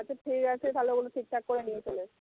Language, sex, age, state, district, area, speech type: Bengali, female, 30-45, West Bengal, Jhargram, rural, conversation